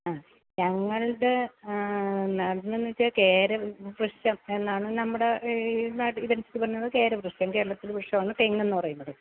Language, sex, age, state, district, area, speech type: Malayalam, female, 60+, Kerala, Alappuzha, rural, conversation